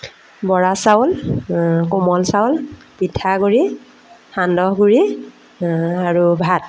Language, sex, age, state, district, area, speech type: Assamese, female, 30-45, Assam, Majuli, urban, spontaneous